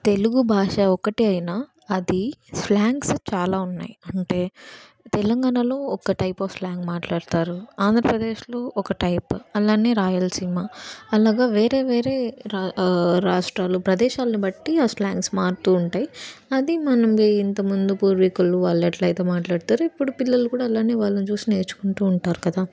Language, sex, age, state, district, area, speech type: Telugu, female, 18-30, Andhra Pradesh, Nellore, urban, spontaneous